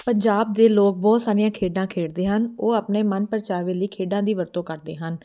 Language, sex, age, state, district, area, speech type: Punjabi, female, 30-45, Punjab, Amritsar, urban, spontaneous